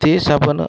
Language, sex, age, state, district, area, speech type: Marathi, male, 45-60, Maharashtra, Akola, rural, spontaneous